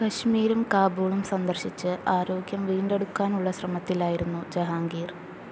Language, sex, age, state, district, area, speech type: Malayalam, female, 18-30, Kerala, Palakkad, urban, read